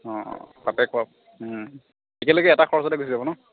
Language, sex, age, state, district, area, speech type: Assamese, male, 60+, Assam, Morigaon, rural, conversation